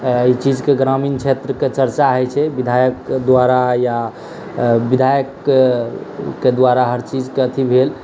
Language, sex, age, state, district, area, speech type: Maithili, male, 18-30, Bihar, Saharsa, rural, spontaneous